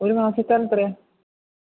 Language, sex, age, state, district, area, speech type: Malayalam, female, 45-60, Kerala, Idukki, rural, conversation